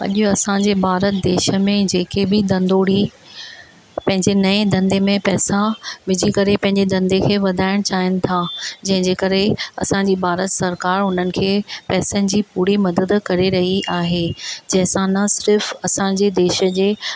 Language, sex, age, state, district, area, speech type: Sindhi, female, 45-60, Maharashtra, Thane, urban, spontaneous